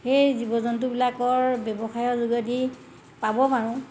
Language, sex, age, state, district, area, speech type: Assamese, female, 60+, Assam, Golaghat, urban, spontaneous